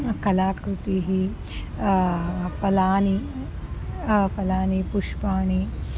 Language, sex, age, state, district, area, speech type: Sanskrit, female, 30-45, Karnataka, Dharwad, urban, spontaneous